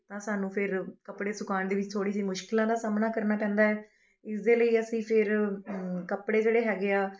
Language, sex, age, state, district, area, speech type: Punjabi, female, 30-45, Punjab, Rupnagar, urban, spontaneous